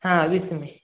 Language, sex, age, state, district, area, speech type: Marathi, male, 18-30, Maharashtra, Osmanabad, rural, conversation